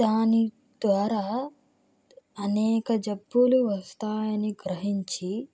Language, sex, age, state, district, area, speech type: Telugu, female, 18-30, Andhra Pradesh, Krishna, rural, spontaneous